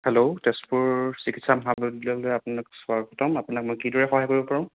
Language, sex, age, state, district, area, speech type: Assamese, male, 18-30, Assam, Sonitpur, rural, conversation